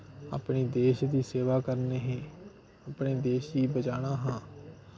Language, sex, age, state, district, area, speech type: Dogri, male, 18-30, Jammu and Kashmir, Kathua, rural, spontaneous